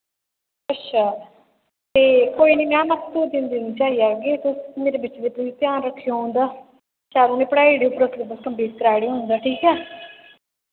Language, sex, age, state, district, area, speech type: Dogri, female, 18-30, Jammu and Kashmir, Samba, rural, conversation